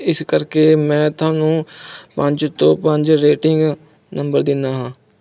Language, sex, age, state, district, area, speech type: Punjabi, male, 18-30, Punjab, Mohali, rural, spontaneous